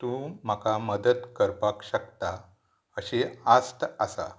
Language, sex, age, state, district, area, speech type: Goan Konkani, male, 60+, Goa, Pernem, rural, read